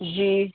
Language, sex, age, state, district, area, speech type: Urdu, female, 30-45, Uttar Pradesh, Muzaffarnagar, urban, conversation